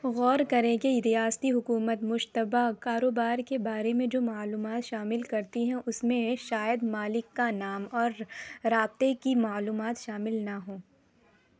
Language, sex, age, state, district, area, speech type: Urdu, female, 30-45, Uttar Pradesh, Lucknow, rural, read